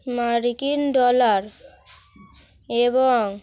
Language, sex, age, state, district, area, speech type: Bengali, female, 18-30, West Bengal, Dakshin Dinajpur, urban, read